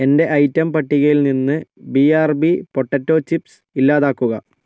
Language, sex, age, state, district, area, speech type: Malayalam, male, 30-45, Kerala, Kozhikode, urban, read